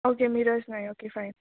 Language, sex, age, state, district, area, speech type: Goan Konkani, female, 18-30, Goa, Quepem, rural, conversation